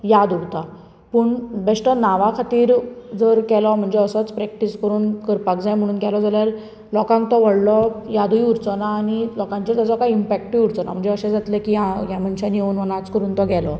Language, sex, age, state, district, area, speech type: Goan Konkani, female, 18-30, Goa, Bardez, urban, spontaneous